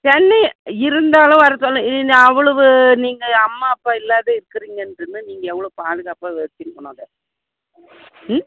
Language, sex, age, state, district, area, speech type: Tamil, female, 60+, Tamil Nadu, Dharmapuri, rural, conversation